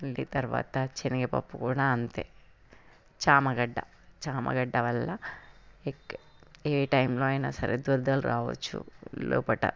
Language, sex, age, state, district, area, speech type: Telugu, female, 30-45, Telangana, Hyderabad, urban, spontaneous